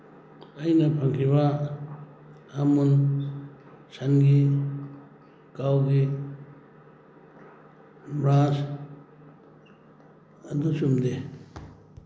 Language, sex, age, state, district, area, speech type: Manipuri, male, 60+, Manipur, Churachandpur, urban, read